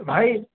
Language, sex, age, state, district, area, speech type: Urdu, male, 18-30, Bihar, Darbhanga, urban, conversation